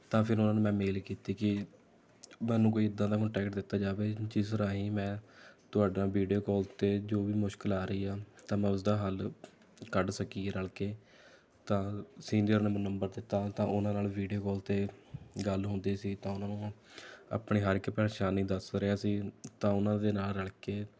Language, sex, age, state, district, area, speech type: Punjabi, male, 18-30, Punjab, Rupnagar, rural, spontaneous